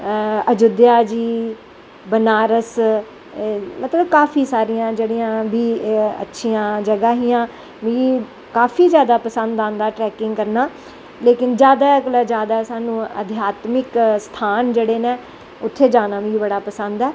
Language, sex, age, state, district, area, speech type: Dogri, female, 45-60, Jammu and Kashmir, Jammu, rural, spontaneous